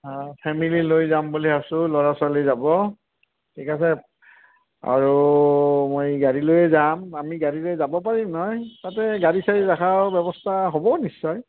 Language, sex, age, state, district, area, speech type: Assamese, male, 60+, Assam, Barpeta, rural, conversation